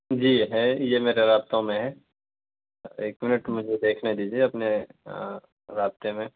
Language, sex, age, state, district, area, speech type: Urdu, male, 18-30, Delhi, South Delhi, rural, conversation